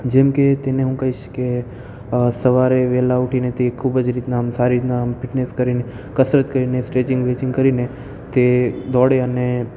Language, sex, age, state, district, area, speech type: Gujarati, male, 18-30, Gujarat, Ahmedabad, urban, spontaneous